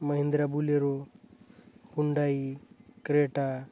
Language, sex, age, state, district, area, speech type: Marathi, male, 18-30, Maharashtra, Hingoli, urban, spontaneous